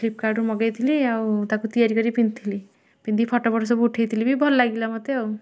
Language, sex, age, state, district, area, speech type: Odia, female, 18-30, Odisha, Kendujhar, urban, spontaneous